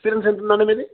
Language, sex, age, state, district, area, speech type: Telugu, male, 18-30, Telangana, Jangaon, rural, conversation